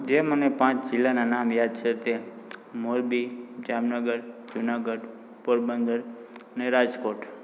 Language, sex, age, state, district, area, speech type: Gujarati, male, 18-30, Gujarat, Morbi, rural, spontaneous